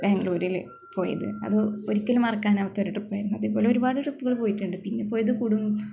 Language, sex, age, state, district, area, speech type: Malayalam, female, 18-30, Kerala, Kasaragod, rural, spontaneous